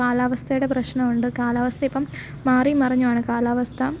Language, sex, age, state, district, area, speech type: Malayalam, female, 18-30, Kerala, Alappuzha, rural, spontaneous